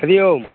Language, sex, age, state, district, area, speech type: Bengali, male, 60+, West Bengal, Hooghly, rural, conversation